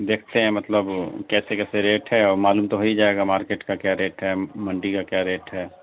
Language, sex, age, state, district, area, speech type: Urdu, male, 45-60, Bihar, Khagaria, rural, conversation